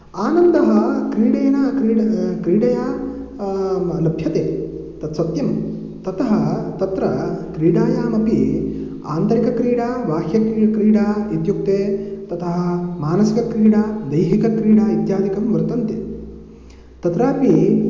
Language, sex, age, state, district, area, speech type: Sanskrit, male, 18-30, Karnataka, Uttara Kannada, rural, spontaneous